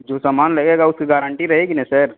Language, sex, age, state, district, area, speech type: Urdu, male, 18-30, Uttar Pradesh, Saharanpur, urban, conversation